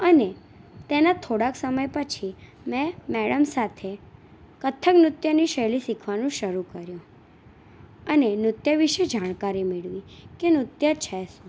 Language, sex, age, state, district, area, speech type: Gujarati, female, 18-30, Gujarat, Anand, urban, spontaneous